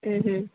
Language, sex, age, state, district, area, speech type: Kannada, female, 18-30, Karnataka, Bidar, urban, conversation